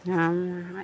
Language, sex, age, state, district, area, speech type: Maithili, female, 30-45, Bihar, Muzaffarpur, rural, spontaneous